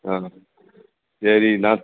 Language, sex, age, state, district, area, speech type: Tamil, male, 60+, Tamil Nadu, Thoothukudi, rural, conversation